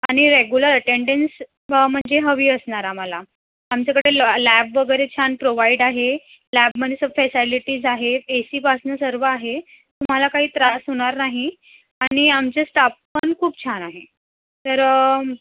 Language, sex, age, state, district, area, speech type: Marathi, female, 18-30, Maharashtra, Nagpur, urban, conversation